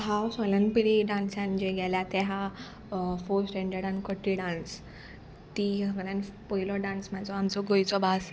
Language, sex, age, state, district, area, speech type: Goan Konkani, female, 18-30, Goa, Murmgao, urban, spontaneous